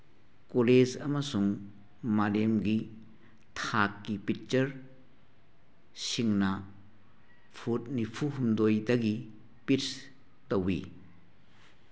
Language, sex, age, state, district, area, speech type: Manipuri, male, 60+, Manipur, Churachandpur, urban, read